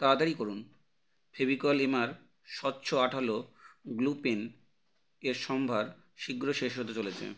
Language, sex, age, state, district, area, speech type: Bengali, male, 30-45, West Bengal, Howrah, urban, read